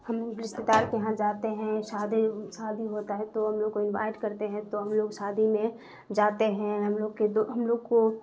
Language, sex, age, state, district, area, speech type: Urdu, female, 30-45, Bihar, Darbhanga, rural, spontaneous